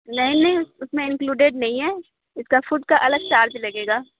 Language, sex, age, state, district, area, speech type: Urdu, female, 18-30, Uttar Pradesh, Aligarh, rural, conversation